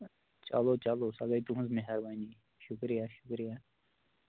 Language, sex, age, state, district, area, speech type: Kashmiri, male, 18-30, Jammu and Kashmir, Anantnag, rural, conversation